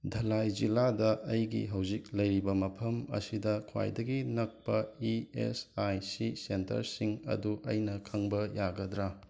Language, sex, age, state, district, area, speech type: Manipuri, male, 18-30, Manipur, Imphal West, urban, read